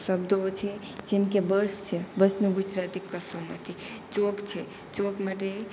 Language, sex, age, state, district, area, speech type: Gujarati, female, 18-30, Gujarat, Rajkot, rural, spontaneous